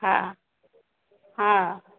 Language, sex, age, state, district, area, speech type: Maithili, female, 60+, Bihar, Samastipur, urban, conversation